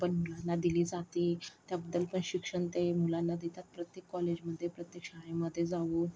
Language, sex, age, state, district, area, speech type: Marathi, female, 45-60, Maharashtra, Yavatmal, rural, spontaneous